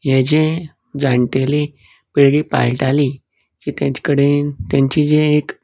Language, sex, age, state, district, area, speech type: Goan Konkani, male, 18-30, Goa, Canacona, rural, spontaneous